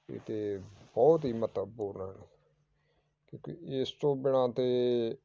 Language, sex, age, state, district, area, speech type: Punjabi, male, 45-60, Punjab, Amritsar, urban, spontaneous